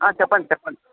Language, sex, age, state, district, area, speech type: Telugu, male, 30-45, Andhra Pradesh, Anantapur, rural, conversation